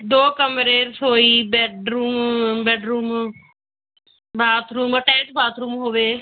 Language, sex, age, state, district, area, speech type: Punjabi, female, 18-30, Punjab, Moga, rural, conversation